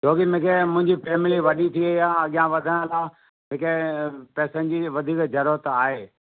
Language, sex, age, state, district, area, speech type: Sindhi, male, 45-60, Gujarat, Kutch, urban, conversation